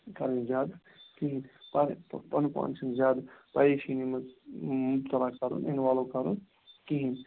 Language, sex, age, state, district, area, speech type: Kashmiri, male, 30-45, Jammu and Kashmir, Ganderbal, rural, conversation